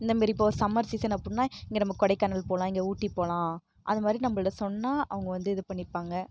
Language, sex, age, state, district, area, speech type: Tamil, female, 18-30, Tamil Nadu, Kallakurichi, rural, spontaneous